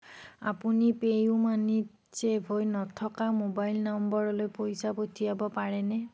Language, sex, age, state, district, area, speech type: Assamese, female, 30-45, Assam, Nagaon, urban, read